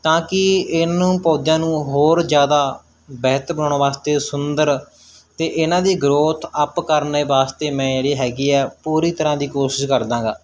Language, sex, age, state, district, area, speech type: Punjabi, male, 18-30, Punjab, Mansa, rural, spontaneous